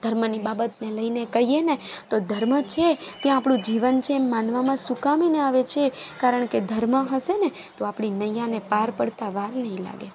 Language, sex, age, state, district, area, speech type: Gujarati, female, 30-45, Gujarat, Junagadh, urban, spontaneous